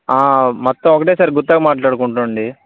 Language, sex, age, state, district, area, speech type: Telugu, male, 18-30, Telangana, Bhadradri Kothagudem, urban, conversation